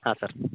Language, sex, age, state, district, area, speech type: Kannada, male, 18-30, Karnataka, Chamarajanagar, rural, conversation